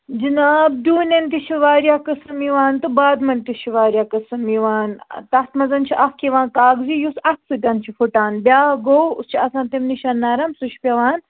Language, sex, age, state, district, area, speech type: Kashmiri, male, 18-30, Jammu and Kashmir, Budgam, rural, conversation